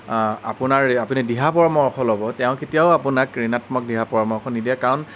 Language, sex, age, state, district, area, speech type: Assamese, male, 30-45, Assam, Nagaon, rural, spontaneous